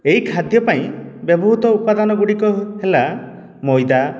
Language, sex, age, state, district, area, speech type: Odia, male, 60+, Odisha, Dhenkanal, rural, spontaneous